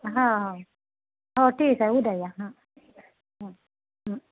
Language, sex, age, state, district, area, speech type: Marathi, female, 45-60, Maharashtra, Wardha, rural, conversation